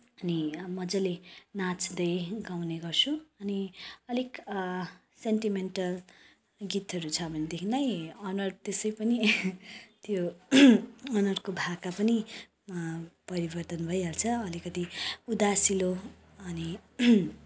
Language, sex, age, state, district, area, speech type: Nepali, female, 30-45, West Bengal, Kalimpong, rural, spontaneous